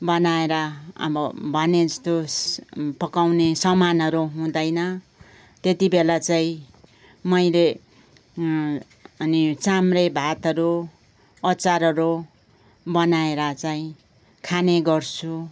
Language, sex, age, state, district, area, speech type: Nepali, female, 60+, West Bengal, Kalimpong, rural, spontaneous